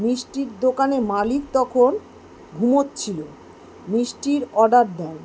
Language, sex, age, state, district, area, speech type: Bengali, female, 45-60, West Bengal, Kolkata, urban, spontaneous